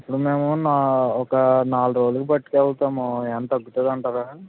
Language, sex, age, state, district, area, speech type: Telugu, male, 30-45, Andhra Pradesh, Eluru, rural, conversation